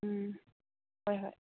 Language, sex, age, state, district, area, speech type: Manipuri, female, 45-60, Manipur, Imphal East, rural, conversation